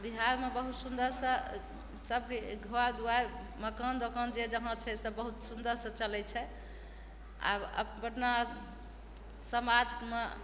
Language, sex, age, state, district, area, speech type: Maithili, female, 45-60, Bihar, Begusarai, urban, spontaneous